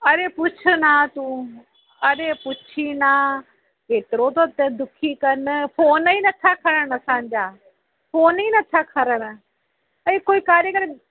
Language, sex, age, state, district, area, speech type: Sindhi, female, 45-60, Uttar Pradesh, Lucknow, rural, conversation